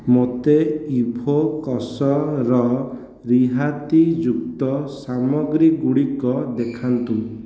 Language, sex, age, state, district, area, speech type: Odia, male, 18-30, Odisha, Khordha, rural, read